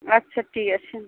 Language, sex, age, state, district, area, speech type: Bengali, female, 18-30, West Bengal, Uttar Dinajpur, urban, conversation